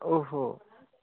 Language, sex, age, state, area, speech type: Sanskrit, male, 18-30, Odisha, rural, conversation